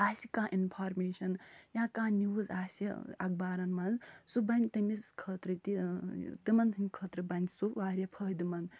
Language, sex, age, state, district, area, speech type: Kashmiri, female, 45-60, Jammu and Kashmir, Budgam, rural, spontaneous